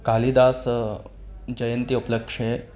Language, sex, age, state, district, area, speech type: Sanskrit, male, 18-30, Madhya Pradesh, Ujjain, urban, spontaneous